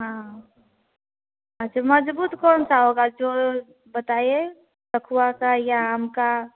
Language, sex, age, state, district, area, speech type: Hindi, female, 18-30, Bihar, Samastipur, urban, conversation